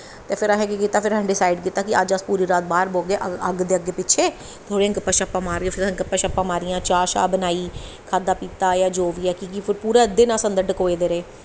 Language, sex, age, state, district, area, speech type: Dogri, female, 30-45, Jammu and Kashmir, Jammu, urban, spontaneous